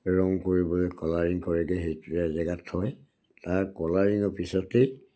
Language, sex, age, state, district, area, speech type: Assamese, male, 60+, Assam, Charaideo, rural, spontaneous